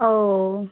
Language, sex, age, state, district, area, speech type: Bengali, female, 30-45, West Bengal, South 24 Parganas, rural, conversation